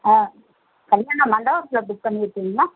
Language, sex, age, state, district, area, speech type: Tamil, female, 60+, Tamil Nadu, Madurai, rural, conversation